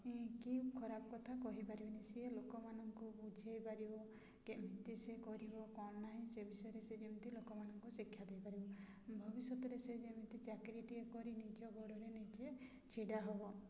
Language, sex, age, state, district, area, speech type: Odia, female, 30-45, Odisha, Mayurbhanj, rural, spontaneous